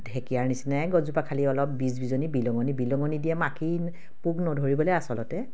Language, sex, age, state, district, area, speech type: Assamese, female, 45-60, Assam, Dibrugarh, rural, spontaneous